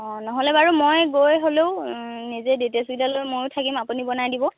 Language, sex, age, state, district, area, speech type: Assamese, female, 18-30, Assam, Lakhimpur, rural, conversation